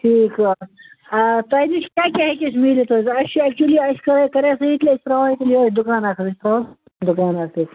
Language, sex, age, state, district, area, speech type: Kashmiri, male, 30-45, Jammu and Kashmir, Bandipora, rural, conversation